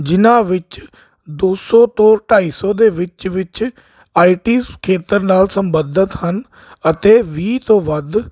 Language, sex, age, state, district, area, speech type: Punjabi, male, 30-45, Punjab, Jalandhar, urban, spontaneous